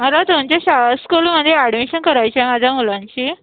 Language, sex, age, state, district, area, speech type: Marathi, female, 30-45, Maharashtra, Nagpur, urban, conversation